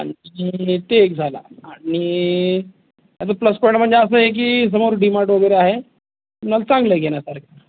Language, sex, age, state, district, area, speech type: Marathi, male, 30-45, Maharashtra, Jalna, urban, conversation